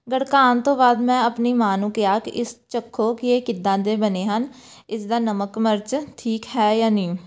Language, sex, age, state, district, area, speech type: Punjabi, female, 18-30, Punjab, Pathankot, rural, spontaneous